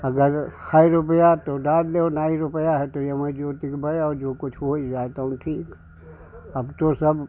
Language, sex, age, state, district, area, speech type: Hindi, male, 60+, Uttar Pradesh, Hardoi, rural, spontaneous